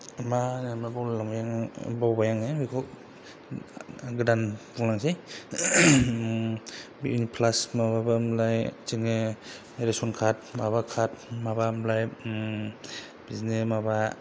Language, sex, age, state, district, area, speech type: Bodo, male, 30-45, Assam, Kokrajhar, rural, spontaneous